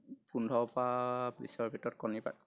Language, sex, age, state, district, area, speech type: Assamese, male, 18-30, Assam, Golaghat, rural, spontaneous